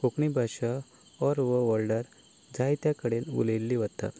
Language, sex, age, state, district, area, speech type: Goan Konkani, male, 18-30, Goa, Canacona, rural, spontaneous